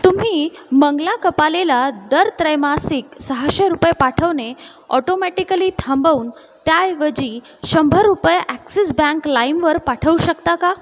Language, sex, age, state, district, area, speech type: Marathi, female, 30-45, Maharashtra, Buldhana, urban, read